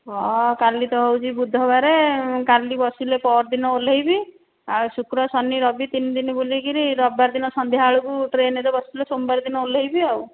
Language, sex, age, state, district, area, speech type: Odia, female, 45-60, Odisha, Khordha, rural, conversation